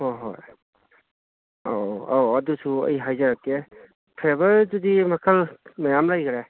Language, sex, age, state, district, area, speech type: Manipuri, male, 45-60, Manipur, Kangpokpi, urban, conversation